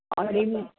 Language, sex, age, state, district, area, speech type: Marathi, female, 60+, Maharashtra, Ahmednagar, urban, conversation